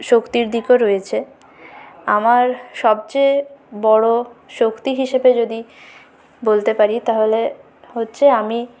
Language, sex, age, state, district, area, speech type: Bengali, female, 30-45, West Bengal, Purulia, urban, spontaneous